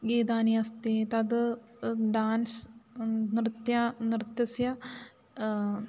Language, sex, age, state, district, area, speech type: Sanskrit, female, 18-30, Kerala, Idukki, rural, spontaneous